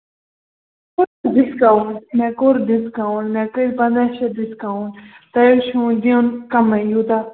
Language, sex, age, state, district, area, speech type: Kashmiri, female, 18-30, Jammu and Kashmir, Kupwara, rural, conversation